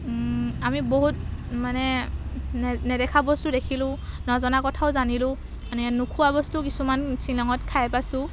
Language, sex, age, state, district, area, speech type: Assamese, female, 18-30, Assam, Golaghat, urban, spontaneous